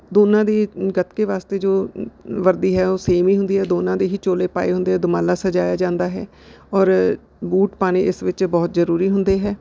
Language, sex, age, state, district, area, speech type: Punjabi, female, 45-60, Punjab, Bathinda, urban, spontaneous